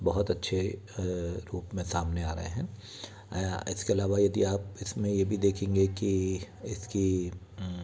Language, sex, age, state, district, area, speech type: Hindi, male, 60+, Madhya Pradesh, Bhopal, urban, spontaneous